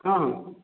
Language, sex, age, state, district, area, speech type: Odia, male, 45-60, Odisha, Bargarh, urban, conversation